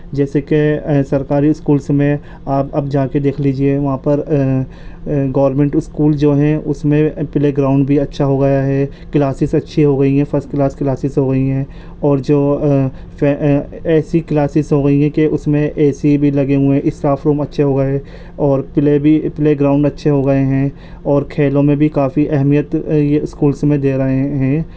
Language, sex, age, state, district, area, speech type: Urdu, male, 18-30, Delhi, Central Delhi, urban, spontaneous